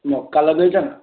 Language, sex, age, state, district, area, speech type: Odia, male, 18-30, Odisha, Kendujhar, urban, conversation